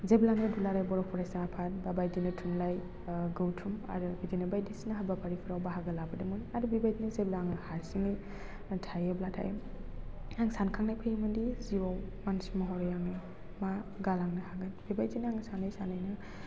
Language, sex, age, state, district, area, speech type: Bodo, female, 18-30, Assam, Baksa, rural, spontaneous